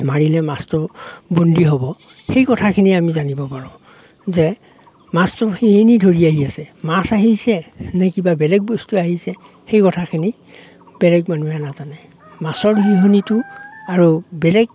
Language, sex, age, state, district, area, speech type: Assamese, male, 45-60, Assam, Darrang, rural, spontaneous